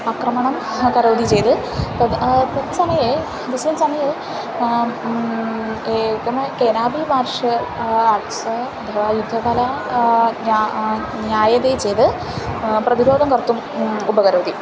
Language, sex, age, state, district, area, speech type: Sanskrit, female, 18-30, Kerala, Thrissur, rural, spontaneous